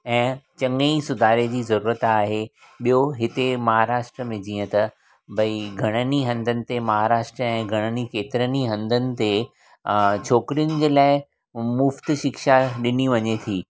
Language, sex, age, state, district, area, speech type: Sindhi, male, 60+, Maharashtra, Mumbai Suburban, urban, spontaneous